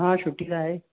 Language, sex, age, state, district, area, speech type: Sindhi, male, 18-30, Maharashtra, Thane, urban, conversation